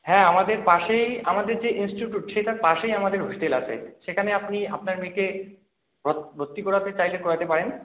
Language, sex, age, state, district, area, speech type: Bengali, male, 18-30, West Bengal, Jalpaiguri, rural, conversation